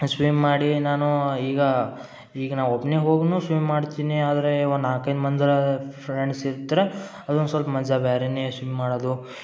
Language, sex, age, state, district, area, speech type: Kannada, male, 18-30, Karnataka, Gulbarga, urban, spontaneous